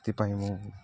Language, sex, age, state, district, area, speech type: Odia, male, 18-30, Odisha, Balangir, urban, spontaneous